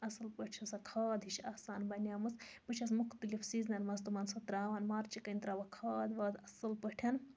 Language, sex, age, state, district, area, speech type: Kashmiri, female, 60+, Jammu and Kashmir, Baramulla, rural, spontaneous